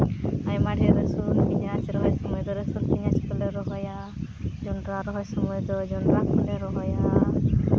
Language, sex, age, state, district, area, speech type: Santali, female, 18-30, West Bengal, Malda, rural, spontaneous